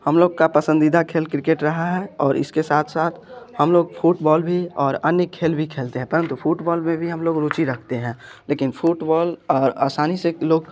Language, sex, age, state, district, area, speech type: Hindi, male, 18-30, Bihar, Muzaffarpur, rural, spontaneous